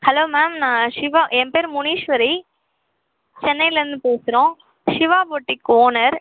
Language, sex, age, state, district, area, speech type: Tamil, female, 18-30, Tamil Nadu, Chennai, urban, conversation